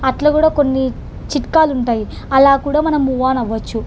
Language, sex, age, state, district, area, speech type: Telugu, female, 18-30, Andhra Pradesh, Krishna, urban, spontaneous